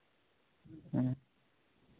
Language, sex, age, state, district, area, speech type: Santali, male, 18-30, West Bengal, Uttar Dinajpur, rural, conversation